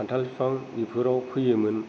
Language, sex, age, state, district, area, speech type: Bodo, female, 45-60, Assam, Kokrajhar, rural, spontaneous